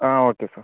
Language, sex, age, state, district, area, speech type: Malayalam, male, 30-45, Kerala, Palakkad, urban, conversation